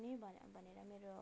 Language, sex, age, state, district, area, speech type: Nepali, female, 30-45, West Bengal, Alipurduar, rural, spontaneous